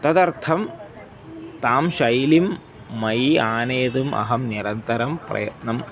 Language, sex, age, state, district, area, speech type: Sanskrit, male, 30-45, Kerala, Kozhikode, urban, spontaneous